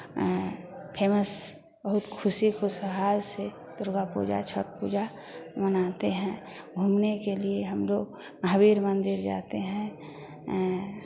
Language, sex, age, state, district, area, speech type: Hindi, female, 60+, Bihar, Vaishali, urban, spontaneous